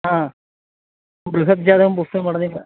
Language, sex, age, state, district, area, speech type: Sanskrit, male, 30-45, Kerala, Thiruvananthapuram, urban, conversation